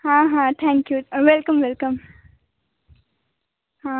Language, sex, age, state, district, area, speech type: Marathi, female, 18-30, Maharashtra, Ratnagiri, urban, conversation